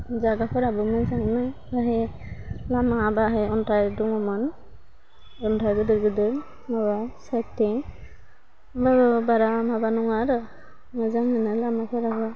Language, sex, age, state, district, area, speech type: Bodo, female, 18-30, Assam, Udalguri, urban, spontaneous